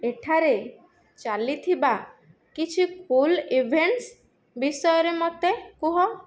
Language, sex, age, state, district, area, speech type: Odia, female, 18-30, Odisha, Nayagarh, rural, read